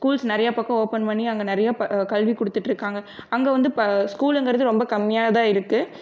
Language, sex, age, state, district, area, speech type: Tamil, female, 18-30, Tamil Nadu, Erode, rural, spontaneous